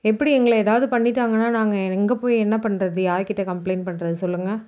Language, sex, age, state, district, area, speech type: Tamil, female, 30-45, Tamil Nadu, Mayiladuthurai, rural, spontaneous